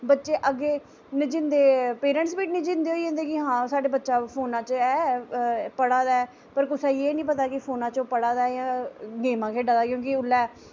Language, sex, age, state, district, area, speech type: Dogri, female, 18-30, Jammu and Kashmir, Samba, rural, spontaneous